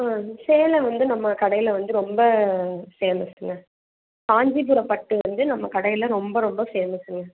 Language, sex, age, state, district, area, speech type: Tamil, female, 18-30, Tamil Nadu, Salem, urban, conversation